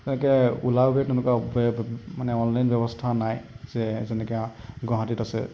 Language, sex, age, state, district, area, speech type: Assamese, male, 30-45, Assam, Nagaon, rural, spontaneous